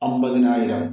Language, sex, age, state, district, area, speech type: Malayalam, male, 60+, Kerala, Palakkad, rural, spontaneous